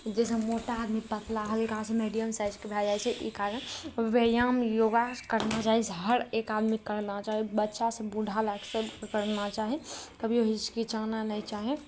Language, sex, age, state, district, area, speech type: Maithili, female, 18-30, Bihar, Araria, rural, spontaneous